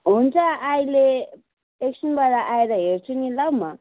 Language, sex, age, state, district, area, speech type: Nepali, female, 30-45, West Bengal, Kalimpong, rural, conversation